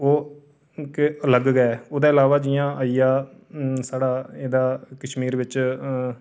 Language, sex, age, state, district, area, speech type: Dogri, male, 30-45, Jammu and Kashmir, Reasi, urban, spontaneous